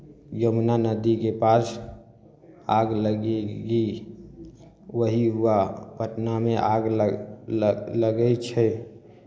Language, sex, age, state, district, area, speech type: Maithili, male, 18-30, Bihar, Samastipur, rural, spontaneous